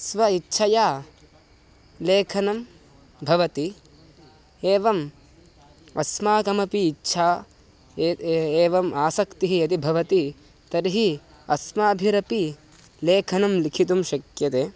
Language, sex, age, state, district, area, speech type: Sanskrit, male, 18-30, Karnataka, Mysore, rural, spontaneous